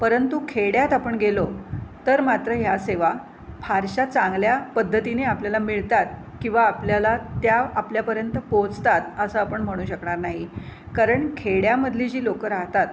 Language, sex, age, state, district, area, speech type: Marathi, female, 60+, Maharashtra, Pune, urban, spontaneous